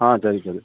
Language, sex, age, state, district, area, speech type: Tamil, male, 60+, Tamil Nadu, Sivaganga, urban, conversation